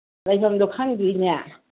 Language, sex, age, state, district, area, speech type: Manipuri, female, 60+, Manipur, Kangpokpi, urban, conversation